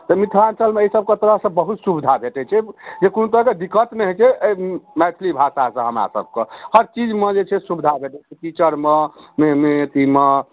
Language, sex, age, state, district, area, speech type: Maithili, male, 30-45, Bihar, Darbhanga, rural, conversation